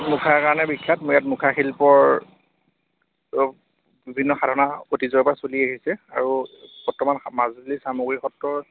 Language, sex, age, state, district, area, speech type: Assamese, male, 30-45, Assam, Majuli, urban, conversation